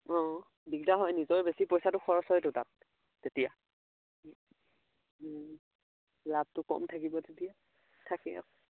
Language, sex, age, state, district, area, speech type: Assamese, male, 18-30, Assam, Charaideo, rural, conversation